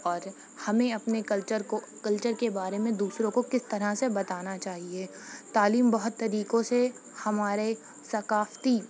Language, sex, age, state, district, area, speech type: Urdu, female, 18-30, Uttar Pradesh, Shahjahanpur, rural, spontaneous